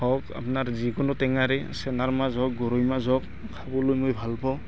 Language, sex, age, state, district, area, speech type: Assamese, male, 30-45, Assam, Barpeta, rural, spontaneous